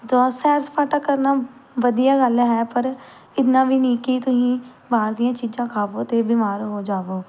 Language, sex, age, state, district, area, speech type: Punjabi, female, 18-30, Punjab, Pathankot, rural, spontaneous